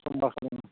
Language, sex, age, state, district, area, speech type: Bodo, male, 45-60, Assam, Udalguri, urban, conversation